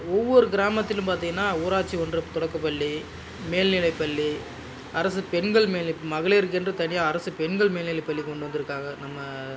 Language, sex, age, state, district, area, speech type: Tamil, male, 45-60, Tamil Nadu, Dharmapuri, rural, spontaneous